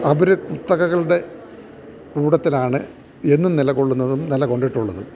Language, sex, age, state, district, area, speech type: Malayalam, male, 60+, Kerala, Idukki, rural, spontaneous